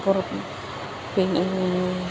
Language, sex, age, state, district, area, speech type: Malayalam, female, 30-45, Kerala, Idukki, rural, spontaneous